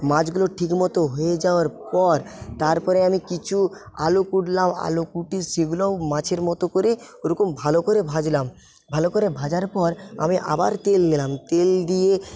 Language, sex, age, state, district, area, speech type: Bengali, male, 45-60, West Bengal, Paschim Medinipur, rural, spontaneous